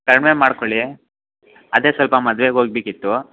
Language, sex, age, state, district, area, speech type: Kannada, male, 18-30, Karnataka, Mysore, urban, conversation